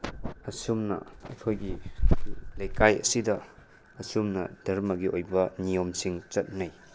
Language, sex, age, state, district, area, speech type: Manipuri, male, 18-30, Manipur, Tengnoupal, rural, spontaneous